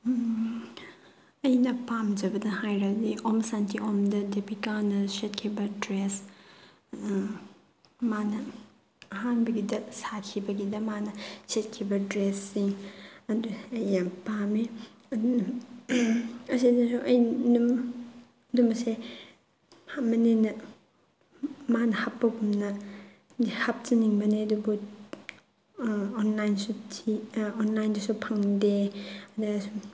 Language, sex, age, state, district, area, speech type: Manipuri, female, 30-45, Manipur, Chandel, rural, spontaneous